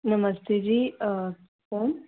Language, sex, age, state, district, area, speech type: Dogri, female, 30-45, Jammu and Kashmir, Udhampur, urban, conversation